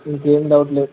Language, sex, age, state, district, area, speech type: Telugu, male, 18-30, Telangana, Mahabubabad, urban, conversation